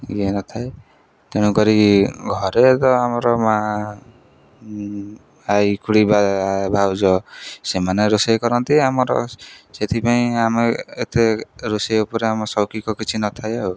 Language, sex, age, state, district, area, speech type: Odia, male, 18-30, Odisha, Jagatsinghpur, rural, spontaneous